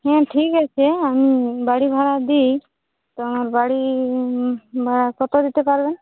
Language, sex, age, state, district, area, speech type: Bengali, female, 18-30, West Bengal, Jhargram, rural, conversation